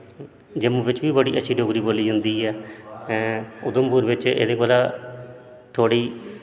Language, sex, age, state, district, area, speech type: Dogri, male, 30-45, Jammu and Kashmir, Udhampur, urban, spontaneous